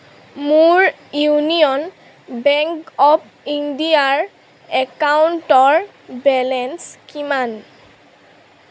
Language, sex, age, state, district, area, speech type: Assamese, female, 18-30, Assam, Lakhimpur, rural, read